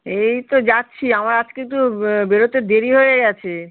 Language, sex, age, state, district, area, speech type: Bengali, female, 45-60, West Bengal, Kolkata, urban, conversation